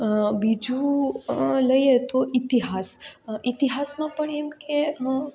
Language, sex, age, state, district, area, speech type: Gujarati, female, 18-30, Gujarat, Rajkot, urban, spontaneous